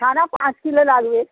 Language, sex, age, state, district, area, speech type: Bengali, female, 60+, West Bengal, Hooghly, rural, conversation